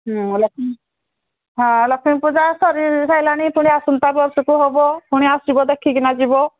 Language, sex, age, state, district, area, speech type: Odia, female, 60+, Odisha, Angul, rural, conversation